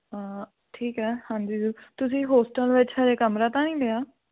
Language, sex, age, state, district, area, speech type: Punjabi, female, 18-30, Punjab, Fatehgarh Sahib, rural, conversation